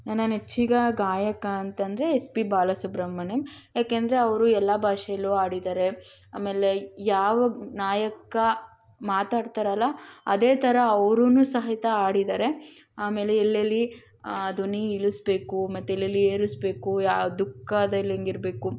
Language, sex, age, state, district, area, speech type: Kannada, female, 18-30, Karnataka, Tumkur, rural, spontaneous